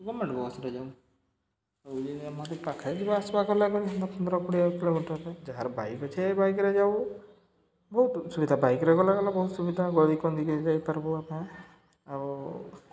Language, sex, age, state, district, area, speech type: Odia, male, 30-45, Odisha, Subarnapur, urban, spontaneous